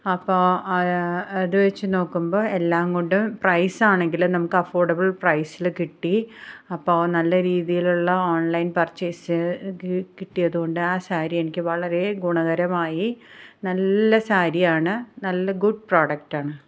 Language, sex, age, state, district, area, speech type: Malayalam, female, 30-45, Kerala, Ernakulam, rural, spontaneous